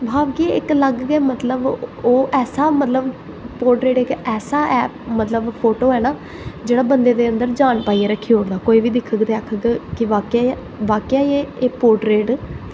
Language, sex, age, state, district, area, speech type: Dogri, female, 18-30, Jammu and Kashmir, Jammu, urban, spontaneous